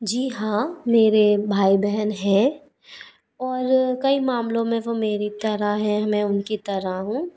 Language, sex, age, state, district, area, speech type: Hindi, female, 45-60, Madhya Pradesh, Bhopal, urban, spontaneous